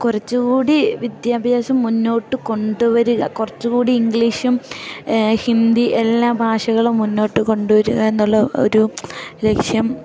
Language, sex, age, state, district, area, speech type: Malayalam, female, 18-30, Kerala, Idukki, rural, spontaneous